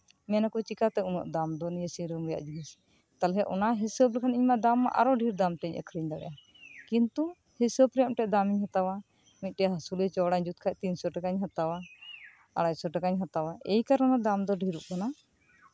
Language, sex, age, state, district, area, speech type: Santali, female, 30-45, West Bengal, Birbhum, rural, spontaneous